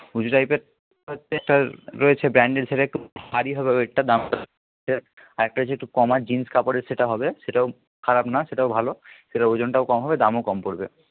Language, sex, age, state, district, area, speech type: Bengali, male, 30-45, West Bengal, Nadia, rural, conversation